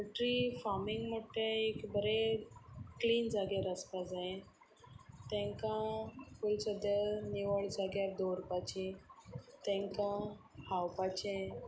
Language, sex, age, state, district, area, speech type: Goan Konkani, female, 45-60, Goa, Sanguem, rural, spontaneous